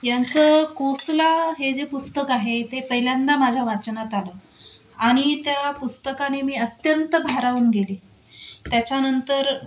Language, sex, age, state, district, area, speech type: Marathi, female, 30-45, Maharashtra, Nashik, urban, spontaneous